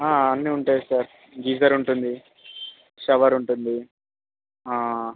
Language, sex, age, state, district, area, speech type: Telugu, male, 45-60, Andhra Pradesh, Kadapa, rural, conversation